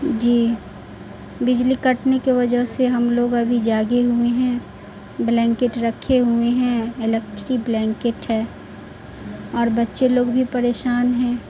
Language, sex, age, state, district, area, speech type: Urdu, female, 18-30, Bihar, Madhubani, rural, spontaneous